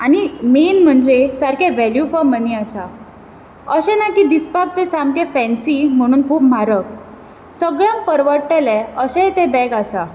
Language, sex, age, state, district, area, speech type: Goan Konkani, female, 18-30, Goa, Bardez, urban, spontaneous